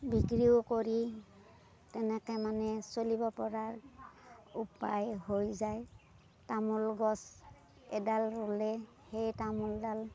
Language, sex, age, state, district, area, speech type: Assamese, female, 45-60, Assam, Darrang, rural, spontaneous